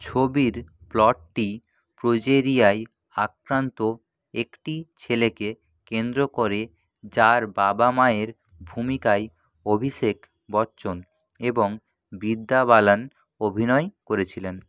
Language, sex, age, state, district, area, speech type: Bengali, male, 30-45, West Bengal, Nadia, rural, read